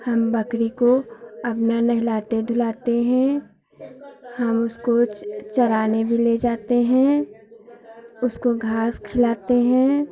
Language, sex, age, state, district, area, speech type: Hindi, female, 45-60, Uttar Pradesh, Hardoi, rural, spontaneous